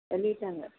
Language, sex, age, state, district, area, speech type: Tamil, female, 60+, Tamil Nadu, Madurai, rural, conversation